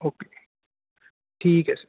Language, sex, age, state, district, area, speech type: Punjabi, male, 18-30, Punjab, Ludhiana, urban, conversation